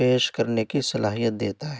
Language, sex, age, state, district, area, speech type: Urdu, male, 18-30, Uttar Pradesh, Ghaziabad, urban, spontaneous